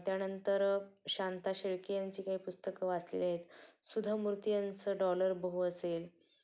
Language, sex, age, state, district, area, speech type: Marathi, female, 30-45, Maharashtra, Ahmednagar, rural, spontaneous